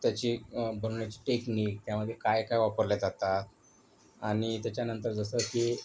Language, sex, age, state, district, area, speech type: Marathi, male, 45-60, Maharashtra, Yavatmal, rural, spontaneous